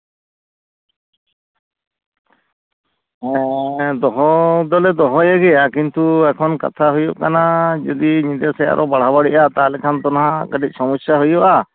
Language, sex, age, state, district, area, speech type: Santali, male, 45-60, West Bengal, Purulia, rural, conversation